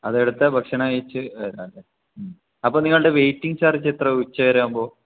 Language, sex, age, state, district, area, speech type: Malayalam, male, 18-30, Kerala, Kasaragod, rural, conversation